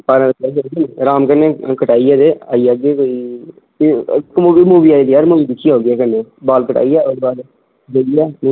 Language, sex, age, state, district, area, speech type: Dogri, male, 18-30, Jammu and Kashmir, Reasi, rural, conversation